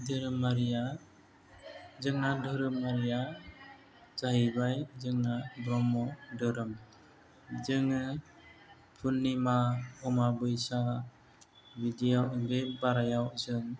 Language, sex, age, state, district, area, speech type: Bodo, male, 45-60, Assam, Chirang, rural, spontaneous